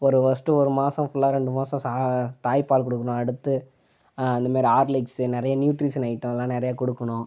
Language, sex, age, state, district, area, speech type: Tamil, male, 18-30, Tamil Nadu, Kallakurichi, urban, spontaneous